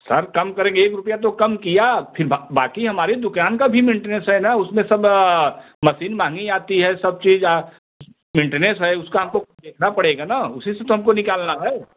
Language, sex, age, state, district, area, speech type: Hindi, male, 45-60, Uttar Pradesh, Jaunpur, rural, conversation